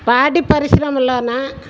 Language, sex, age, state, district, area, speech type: Telugu, female, 60+, Andhra Pradesh, Guntur, rural, spontaneous